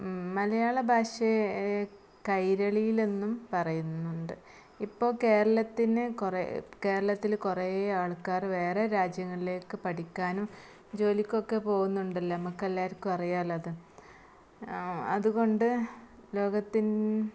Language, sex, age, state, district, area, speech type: Malayalam, female, 30-45, Kerala, Malappuram, rural, spontaneous